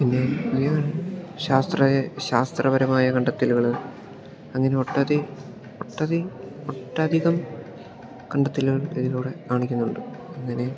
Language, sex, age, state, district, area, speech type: Malayalam, male, 18-30, Kerala, Idukki, rural, spontaneous